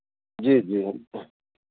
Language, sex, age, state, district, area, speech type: Hindi, male, 45-60, Madhya Pradesh, Ujjain, urban, conversation